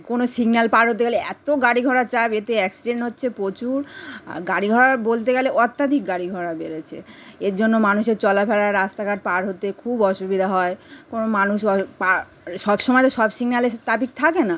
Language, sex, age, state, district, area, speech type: Bengali, female, 30-45, West Bengal, Kolkata, urban, spontaneous